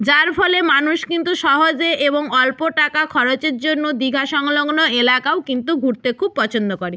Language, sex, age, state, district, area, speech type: Bengali, female, 45-60, West Bengal, Purba Medinipur, rural, spontaneous